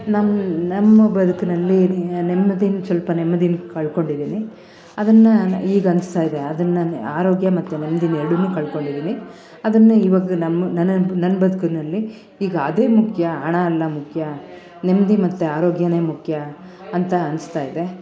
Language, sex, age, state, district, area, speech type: Kannada, female, 45-60, Karnataka, Bangalore Rural, rural, spontaneous